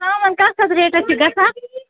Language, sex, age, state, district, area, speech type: Kashmiri, female, 18-30, Jammu and Kashmir, Srinagar, urban, conversation